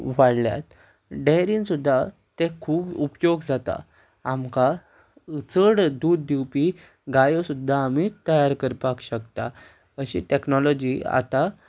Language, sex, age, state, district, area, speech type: Goan Konkani, male, 18-30, Goa, Ponda, rural, spontaneous